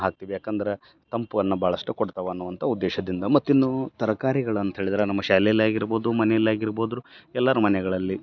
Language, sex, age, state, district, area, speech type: Kannada, male, 30-45, Karnataka, Bellary, rural, spontaneous